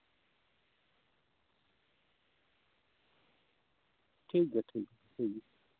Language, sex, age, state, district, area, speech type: Santali, male, 30-45, West Bengal, Birbhum, rural, conversation